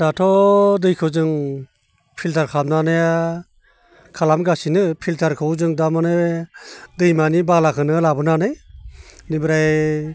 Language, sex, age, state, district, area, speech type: Bodo, male, 60+, Assam, Baksa, urban, spontaneous